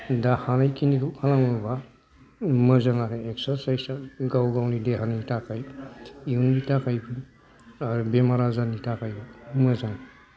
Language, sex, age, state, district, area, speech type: Bodo, male, 60+, Assam, Kokrajhar, urban, spontaneous